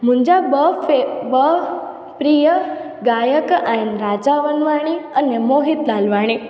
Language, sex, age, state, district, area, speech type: Sindhi, female, 18-30, Gujarat, Junagadh, rural, spontaneous